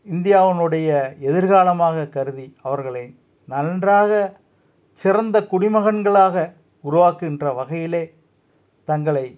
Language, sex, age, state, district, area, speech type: Tamil, male, 45-60, Tamil Nadu, Tiruppur, rural, spontaneous